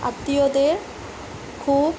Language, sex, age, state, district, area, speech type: Bengali, female, 18-30, West Bengal, Alipurduar, rural, spontaneous